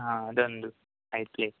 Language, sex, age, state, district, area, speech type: Kannada, male, 18-30, Karnataka, Udupi, rural, conversation